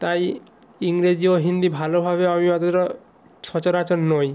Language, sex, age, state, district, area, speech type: Bengali, male, 18-30, West Bengal, Purba Medinipur, rural, spontaneous